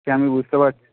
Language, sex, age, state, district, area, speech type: Bengali, male, 18-30, West Bengal, Paschim Medinipur, rural, conversation